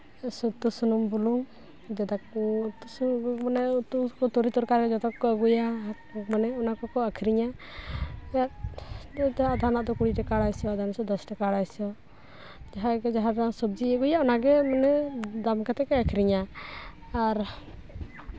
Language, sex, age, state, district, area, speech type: Santali, female, 18-30, West Bengal, Purulia, rural, spontaneous